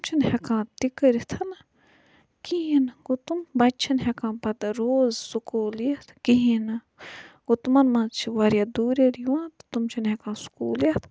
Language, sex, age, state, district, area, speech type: Kashmiri, female, 30-45, Jammu and Kashmir, Budgam, rural, spontaneous